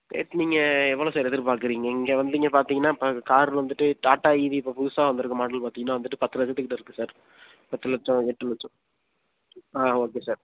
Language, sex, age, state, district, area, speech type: Tamil, male, 18-30, Tamil Nadu, Tiruchirappalli, rural, conversation